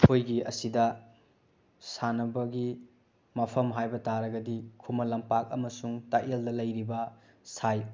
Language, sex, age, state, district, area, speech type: Manipuri, male, 30-45, Manipur, Bishnupur, rural, spontaneous